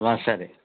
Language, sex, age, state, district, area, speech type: Telugu, male, 60+, Andhra Pradesh, Nellore, rural, conversation